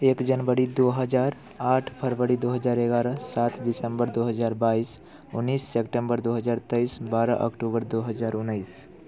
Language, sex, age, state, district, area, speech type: Maithili, male, 18-30, Bihar, Muzaffarpur, rural, spontaneous